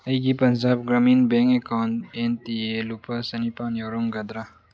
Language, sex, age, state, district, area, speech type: Manipuri, male, 18-30, Manipur, Tengnoupal, rural, read